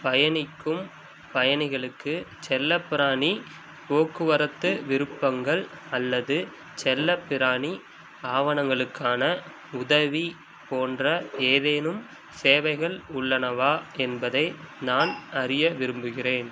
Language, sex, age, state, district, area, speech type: Tamil, male, 18-30, Tamil Nadu, Madurai, urban, read